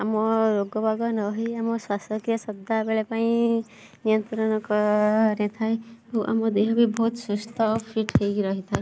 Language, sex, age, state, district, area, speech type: Odia, female, 30-45, Odisha, Kendujhar, urban, spontaneous